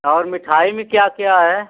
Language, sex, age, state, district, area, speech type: Hindi, male, 45-60, Uttar Pradesh, Azamgarh, rural, conversation